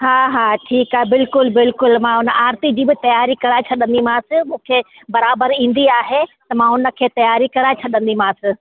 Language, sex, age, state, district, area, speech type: Sindhi, female, 30-45, Rajasthan, Ajmer, urban, conversation